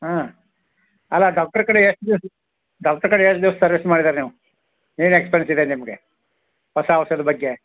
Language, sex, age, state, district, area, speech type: Kannada, male, 45-60, Karnataka, Belgaum, rural, conversation